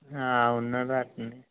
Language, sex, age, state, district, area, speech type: Telugu, male, 18-30, Telangana, Hyderabad, urban, conversation